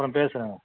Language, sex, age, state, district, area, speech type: Tamil, male, 60+, Tamil Nadu, Nilgiris, rural, conversation